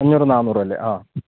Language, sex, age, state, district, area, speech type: Malayalam, male, 30-45, Kerala, Thiruvananthapuram, urban, conversation